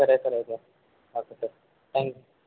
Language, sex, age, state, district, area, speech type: Telugu, male, 18-30, Andhra Pradesh, Eluru, rural, conversation